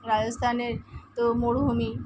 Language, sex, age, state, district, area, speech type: Bengali, female, 45-60, West Bengal, Kolkata, urban, spontaneous